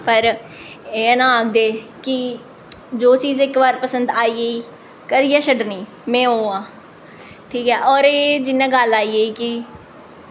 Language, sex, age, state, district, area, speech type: Dogri, female, 18-30, Jammu and Kashmir, Jammu, urban, spontaneous